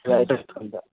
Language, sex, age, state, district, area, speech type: Telugu, male, 30-45, Andhra Pradesh, Anantapur, rural, conversation